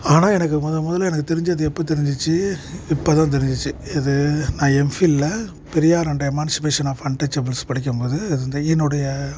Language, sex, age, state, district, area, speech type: Tamil, male, 30-45, Tamil Nadu, Perambalur, urban, spontaneous